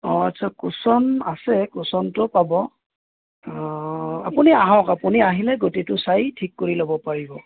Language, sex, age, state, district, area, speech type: Assamese, male, 45-60, Assam, Golaghat, rural, conversation